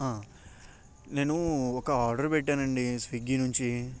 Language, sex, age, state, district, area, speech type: Telugu, male, 18-30, Andhra Pradesh, Bapatla, urban, spontaneous